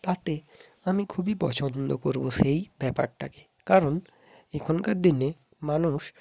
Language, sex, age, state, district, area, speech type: Bengali, male, 18-30, West Bengal, Hooghly, urban, spontaneous